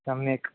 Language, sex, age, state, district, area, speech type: Sanskrit, male, 18-30, Kerala, Thiruvananthapuram, urban, conversation